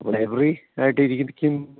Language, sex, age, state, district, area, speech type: Malayalam, male, 45-60, Kerala, Kottayam, urban, conversation